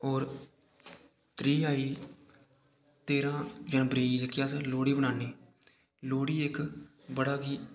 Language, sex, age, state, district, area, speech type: Dogri, male, 18-30, Jammu and Kashmir, Udhampur, rural, spontaneous